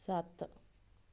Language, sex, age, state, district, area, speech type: Punjabi, female, 18-30, Punjab, Tarn Taran, rural, read